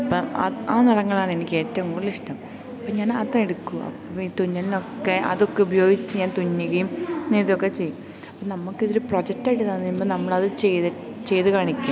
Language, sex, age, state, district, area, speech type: Malayalam, female, 18-30, Kerala, Idukki, rural, spontaneous